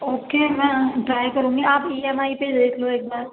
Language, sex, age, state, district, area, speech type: Urdu, female, 18-30, Uttar Pradesh, Gautam Buddha Nagar, rural, conversation